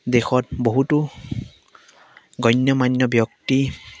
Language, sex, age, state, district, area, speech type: Assamese, male, 18-30, Assam, Biswanath, rural, spontaneous